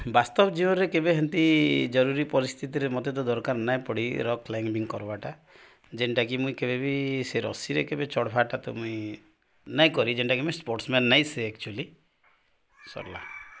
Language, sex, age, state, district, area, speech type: Odia, male, 30-45, Odisha, Nuapada, urban, spontaneous